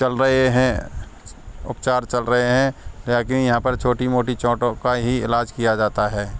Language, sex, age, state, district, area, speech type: Hindi, male, 18-30, Rajasthan, Karauli, rural, spontaneous